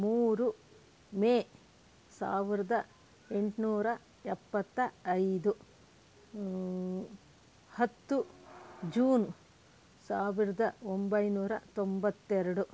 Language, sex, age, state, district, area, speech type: Kannada, female, 60+, Karnataka, Shimoga, rural, spontaneous